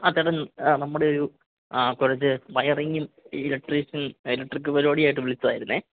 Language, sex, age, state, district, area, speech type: Malayalam, male, 18-30, Kerala, Idukki, rural, conversation